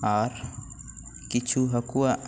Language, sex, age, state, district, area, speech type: Santali, male, 18-30, West Bengal, Bankura, rural, spontaneous